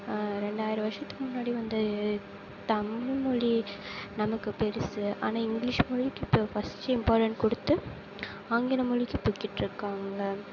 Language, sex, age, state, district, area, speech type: Tamil, female, 18-30, Tamil Nadu, Sivaganga, rural, spontaneous